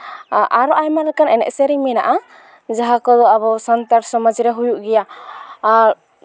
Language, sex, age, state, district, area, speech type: Santali, female, 18-30, West Bengal, Purulia, rural, spontaneous